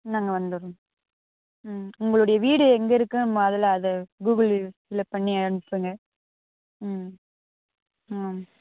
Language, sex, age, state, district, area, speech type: Tamil, female, 18-30, Tamil Nadu, Krishnagiri, rural, conversation